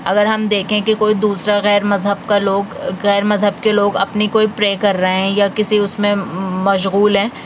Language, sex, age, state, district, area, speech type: Urdu, female, 18-30, Delhi, South Delhi, urban, spontaneous